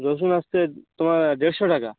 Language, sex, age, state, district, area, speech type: Bengali, male, 18-30, West Bengal, Birbhum, urban, conversation